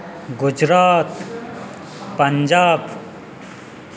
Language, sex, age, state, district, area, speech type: Santali, male, 30-45, Jharkhand, East Singhbhum, rural, spontaneous